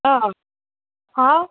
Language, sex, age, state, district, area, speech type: Manipuri, female, 30-45, Manipur, Chandel, rural, conversation